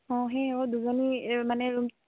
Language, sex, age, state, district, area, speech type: Assamese, female, 18-30, Assam, Dhemaji, urban, conversation